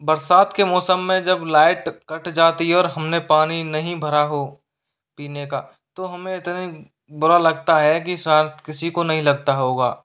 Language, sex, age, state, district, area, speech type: Hindi, male, 45-60, Rajasthan, Jaipur, urban, spontaneous